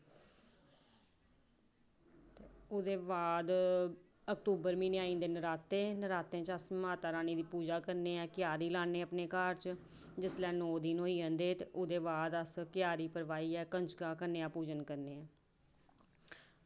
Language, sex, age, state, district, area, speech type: Dogri, female, 30-45, Jammu and Kashmir, Samba, rural, spontaneous